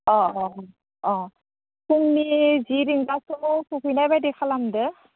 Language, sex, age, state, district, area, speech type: Bodo, female, 30-45, Assam, Udalguri, urban, conversation